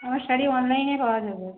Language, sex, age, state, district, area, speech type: Bengali, female, 30-45, West Bengal, Howrah, urban, conversation